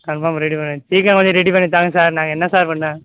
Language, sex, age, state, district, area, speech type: Tamil, male, 18-30, Tamil Nadu, Sivaganga, rural, conversation